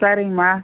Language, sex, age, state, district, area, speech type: Tamil, female, 60+, Tamil Nadu, Dharmapuri, urban, conversation